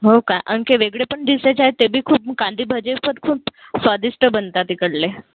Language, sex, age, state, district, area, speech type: Marathi, female, 30-45, Maharashtra, Nagpur, urban, conversation